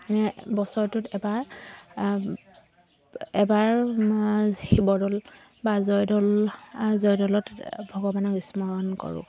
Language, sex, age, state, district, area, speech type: Assamese, female, 30-45, Assam, Dibrugarh, rural, spontaneous